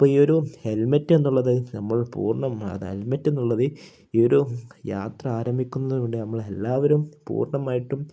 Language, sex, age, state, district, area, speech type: Malayalam, male, 18-30, Kerala, Kozhikode, rural, spontaneous